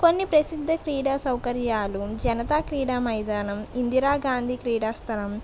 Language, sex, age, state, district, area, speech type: Telugu, female, 60+, Andhra Pradesh, East Godavari, urban, spontaneous